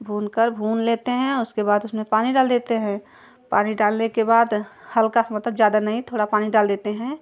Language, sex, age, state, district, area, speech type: Hindi, female, 30-45, Uttar Pradesh, Jaunpur, urban, spontaneous